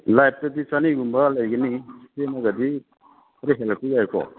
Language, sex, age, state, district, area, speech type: Manipuri, male, 60+, Manipur, Imphal East, rural, conversation